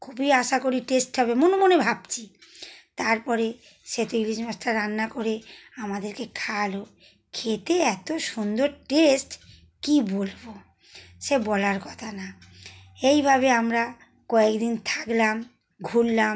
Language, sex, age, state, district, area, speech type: Bengali, female, 45-60, West Bengal, Howrah, urban, spontaneous